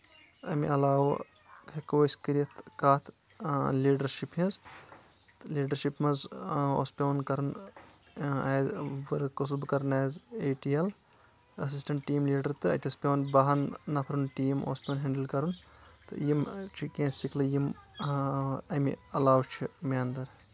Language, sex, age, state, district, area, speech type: Kashmiri, male, 18-30, Jammu and Kashmir, Anantnag, rural, spontaneous